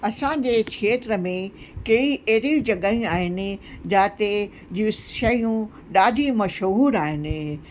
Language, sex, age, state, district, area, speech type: Sindhi, female, 60+, Uttar Pradesh, Lucknow, rural, spontaneous